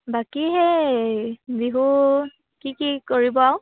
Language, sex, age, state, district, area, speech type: Assamese, female, 18-30, Assam, Sivasagar, rural, conversation